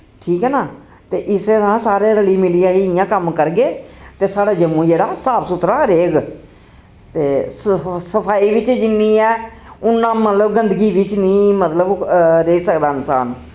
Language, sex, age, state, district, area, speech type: Dogri, female, 60+, Jammu and Kashmir, Jammu, urban, spontaneous